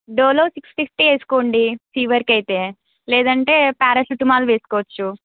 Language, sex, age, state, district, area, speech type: Telugu, female, 18-30, Andhra Pradesh, Krishna, urban, conversation